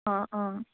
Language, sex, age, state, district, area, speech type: Assamese, female, 18-30, Assam, Sivasagar, rural, conversation